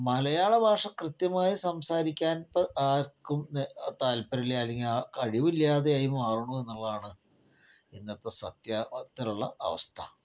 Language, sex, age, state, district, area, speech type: Malayalam, male, 60+, Kerala, Palakkad, rural, spontaneous